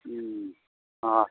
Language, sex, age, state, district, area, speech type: Bengali, male, 45-60, West Bengal, Howrah, urban, conversation